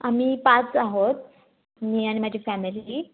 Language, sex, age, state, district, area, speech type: Marathi, female, 18-30, Maharashtra, Raigad, rural, conversation